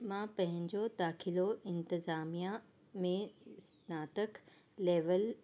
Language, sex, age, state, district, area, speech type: Sindhi, female, 30-45, Uttar Pradesh, Lucknow, urban, read